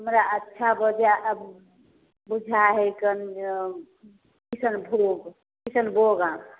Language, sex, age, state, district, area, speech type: Maithili, female, 30-45, Bihar, Samastipur, rural, conversation